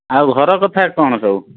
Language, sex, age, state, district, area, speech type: Odia, male, 60+, Odisha, Bhadrak, rural, conversation